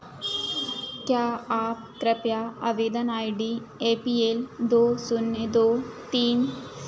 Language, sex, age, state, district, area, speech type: Hindi, female, 18-30, Madhya Pradesh, Chhindwara, urban, read